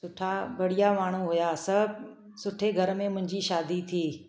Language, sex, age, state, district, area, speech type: Sindhi, female, 45-60, Gujarat, Surat, urban, spontaneous